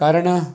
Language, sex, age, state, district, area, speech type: Marathi, male, 45-60, Maharashtra, Raigad, rural, spontaneous